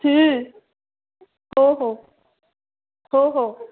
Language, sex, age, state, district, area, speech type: Marathi, female, 18-30, Maharashtra, Wardha, urban, conversation